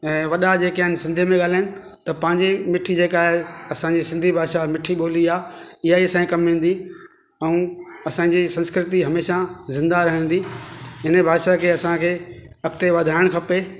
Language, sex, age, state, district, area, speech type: Sindhi, male, 45-60, Delhi, South Delhi, urban, spontaneous